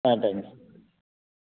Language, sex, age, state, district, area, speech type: Tamil, male, 18-30, Tamil Nadu, Thanjavur, rural, conversation